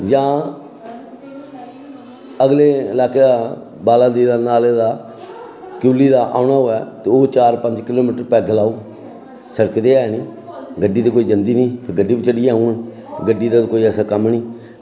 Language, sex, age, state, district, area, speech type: Dogri, male, 60+, Jammu and Kashmir, Samba, rural, spontaneous